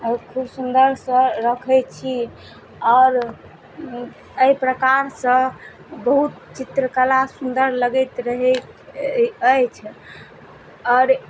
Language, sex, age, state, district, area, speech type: Maithili, female, 30-45, Bihar, Madhubani, rural, spontaneous